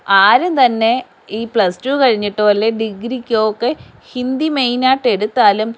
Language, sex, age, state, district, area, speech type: Malayalam, female, 30-45, Kerala, Kollam, rural, spontaneous